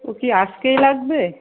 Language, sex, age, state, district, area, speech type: Bengali, female, 45-60, West Bengal, Hooghly, rural, conversation